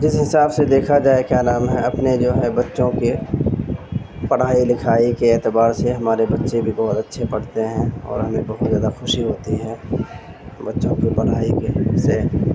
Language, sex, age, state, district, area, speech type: Urdu, male, 30-45, Uttar Pradesh, Gautam Buddha Nagar, rural, spontaneous